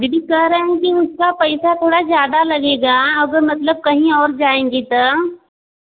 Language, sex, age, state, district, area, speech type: Hindi, female, 30-45, Uttar Pradesh, Varanasi, rural, conversation